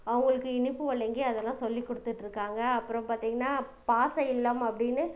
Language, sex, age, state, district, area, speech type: Tamil, female, 30-45, Tamil Nadu, Namakkal, rural, spontaneous